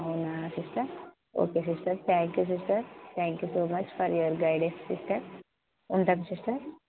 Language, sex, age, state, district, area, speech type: Telugu, female, 18-30, Andhra Pradesh, Kurnool, rural, conversation